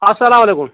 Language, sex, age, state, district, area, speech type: Kashmiri, male, 45-60, Jammu and Kashmir, Anantnag, rural, conversation